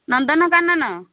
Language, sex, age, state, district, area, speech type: Odia, female, 30-45, Odisha, Nayagarh, rural, conversation